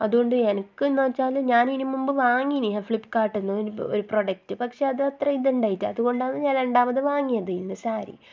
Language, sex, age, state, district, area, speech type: Malayalam, female, 30-45, Kerala, Kasaragod, rural, spontaneous